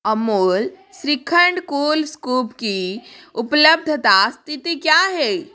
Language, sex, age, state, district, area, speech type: Hindi, female, 60+, Rajasthan, Jodhpur, rural, read